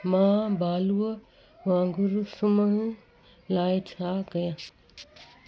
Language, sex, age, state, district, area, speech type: Sindhi, female, 60+, Gujarat, Kutch, urban, read